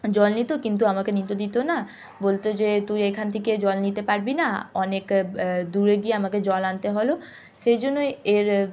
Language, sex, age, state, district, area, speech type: Bengali, female, 18-30, West Bengal, Hooghly, urban, spontaneous